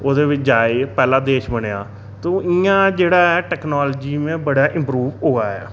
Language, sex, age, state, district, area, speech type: Dogri, male, 30-45, Jammu and Kashmir, Reasi, urban, spontaneous